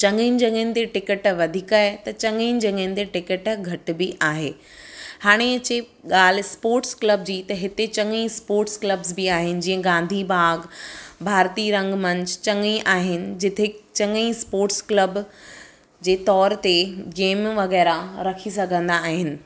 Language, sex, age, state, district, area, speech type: Sindhi, female, 18-30, Gujarat, Surat, urban, spontaneous